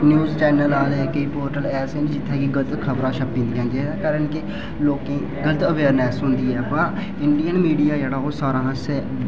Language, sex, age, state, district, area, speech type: Dogri, male, 18-30, Jammu and Kashmir, Udhampur, rural, spontaneous